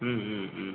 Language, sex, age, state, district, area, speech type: Tamil, male, 30-45, Tamil Nadu, Pudukkottai, rural, conversation